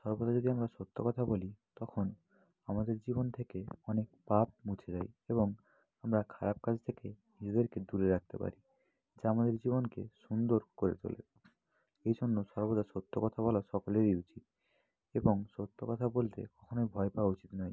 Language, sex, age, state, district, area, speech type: Bengali, male, 18-30, West Bengal, North 24 Parganas, rural, spontaneous